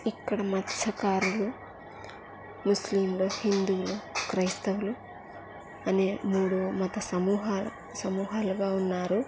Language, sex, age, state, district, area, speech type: Telugu, female, 30-45, Andhra Pradesh, Kurnool, rural, spontaneous